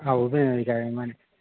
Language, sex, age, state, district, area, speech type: Assamese, male, 45-60, Assam, Kamrup Metropolitan, urban, conversation